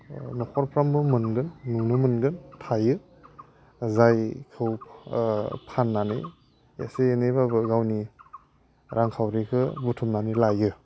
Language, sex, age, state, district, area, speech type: Bodo, male, 30-45, Assam, Udalguri, urban, spontaneous